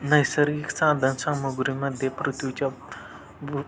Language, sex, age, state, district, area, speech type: Marathi, male, 18-30, Maharashtra, Satara, urban, spontaneous